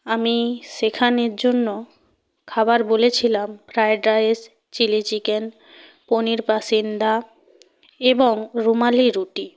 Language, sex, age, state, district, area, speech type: Bengali, female, 45-60, West Bengal, North 24 Parganas, rural, spontaneous